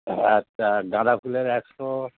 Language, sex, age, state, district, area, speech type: Bengali, male, 60+, West Bengal, Hooghly, rural, conversation